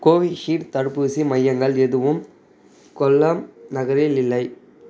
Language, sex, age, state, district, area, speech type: Tamil, male, 18-30, Tamil Nadu, Tiruvannamalai, rural, read